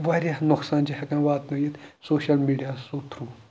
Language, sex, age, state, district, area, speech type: Kashmiri, male, 18-30, Jammu and Kashmir, Pulwama, rural, spontaneous